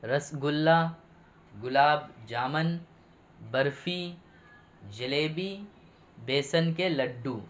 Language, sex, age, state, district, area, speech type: Urdu, male, 18-30, Bihar, Purnia, rural, spontaneous